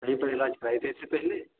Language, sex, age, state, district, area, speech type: Hindi, male, 45-60, Uttar Pradesh, Ayodhya, rural, conversation